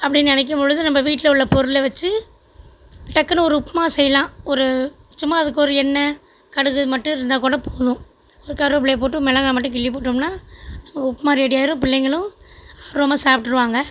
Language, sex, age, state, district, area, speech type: Tamil, female, 45-60, Tamil Nadu, Tiruchirappalli, rural, spontaneous